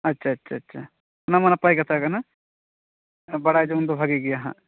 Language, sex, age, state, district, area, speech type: Santali, male, 18-30, West Bengal, Bankura, rural, conversation